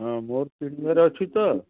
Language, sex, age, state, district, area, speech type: Odia, male, 60+, Odisha, Cuttack, urban, conversation